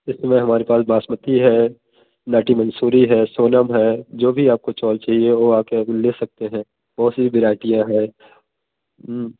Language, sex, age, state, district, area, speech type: Hindi, male, 30-45, Uttar Pradesh, Bhadohi, rural, conversation